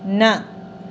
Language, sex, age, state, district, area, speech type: Sindhi, female, 45-60, Maharashtra, Mumbai City, urban, read